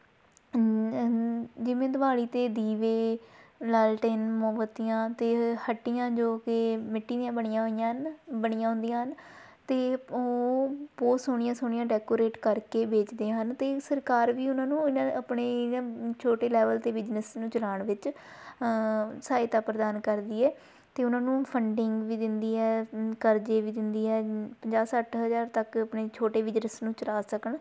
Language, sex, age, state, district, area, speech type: Punjabi, female, 18-30, Punjab, Shaheed Bhagat Singh Nagar, rural, spontaneous